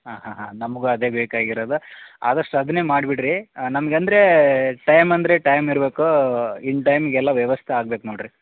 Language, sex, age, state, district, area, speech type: Kannada, male, 18-30, Karnataka, Koppal, rural, conversation